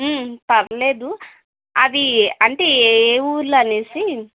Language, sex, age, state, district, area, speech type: Telugu, female, 30-45, Andhra Pradesh, Vizianagaram, rural, conversation